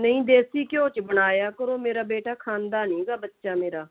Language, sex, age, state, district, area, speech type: Punjabi, female, 45-60, Punjab, Fazilka, rural, conversation